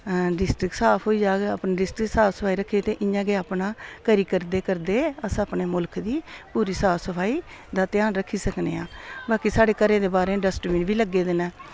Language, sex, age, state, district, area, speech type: Dogri, female, 60+, Jammu and Kashmir, Samba, urban, spontaneous